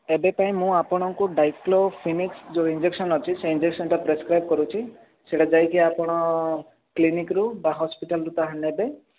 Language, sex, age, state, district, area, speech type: Odia, male, 18-30, Odisha, Rayagada, rural, conversation